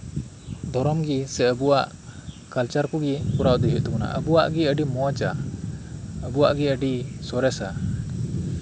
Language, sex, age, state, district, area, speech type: Santali, male, 18-30, West Bengal, Birbhum, rural, spontaneous